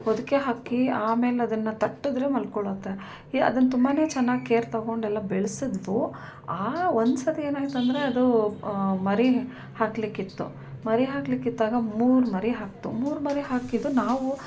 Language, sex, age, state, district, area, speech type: Kannada, female, 45-60, Karnataka, Mysore, rural, spontaneous